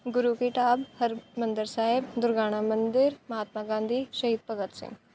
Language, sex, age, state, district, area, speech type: Punjabi, female, 18-30, Punjab, Faridkot, urban, spontaneous